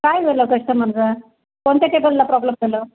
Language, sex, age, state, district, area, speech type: Marathi, female, 30-45, Maharashtra, Raigad, rural, conversation